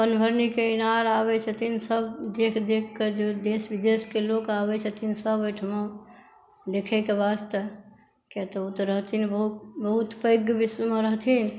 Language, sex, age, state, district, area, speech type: Maithili, female, 60+, Bihar, Saharsa, rural, spontaneous